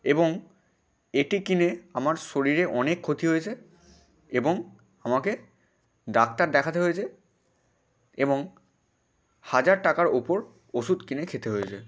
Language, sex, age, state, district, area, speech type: Bengali, male, 18-30, West Bengal, Hooghly, urban, spontaneous